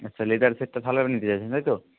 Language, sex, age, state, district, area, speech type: Bengali, male, 30-45, West Bengal, Nadia, rural, conversation